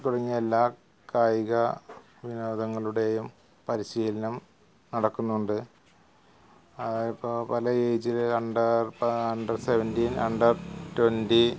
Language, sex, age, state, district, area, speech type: Malayalam, male, 45-60, Kerala, Malappuram, rural, spontaneous